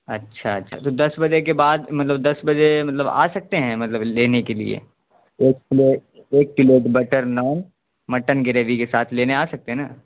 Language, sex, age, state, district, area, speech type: Urdu, male, 18-30, Bihar, Saharsa, rural, conversation